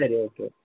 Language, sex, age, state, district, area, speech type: Tamil, male, 18-30, Tamil Nadu, Vellore, rural, conversation